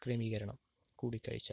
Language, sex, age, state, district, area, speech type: Malayalam, male, 30-45, Kerala, Palakkad, rural, spontaneous